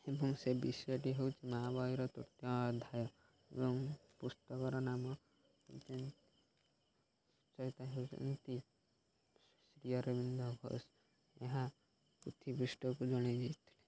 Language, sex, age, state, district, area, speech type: Odia, male, 18-30, Odisha, Jagatsinghpur, rural, spontaneous